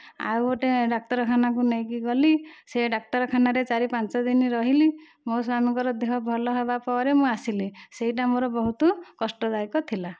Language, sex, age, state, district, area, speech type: Odia, female, 45-60, Odisha, Nayagarh, rural, spontaneous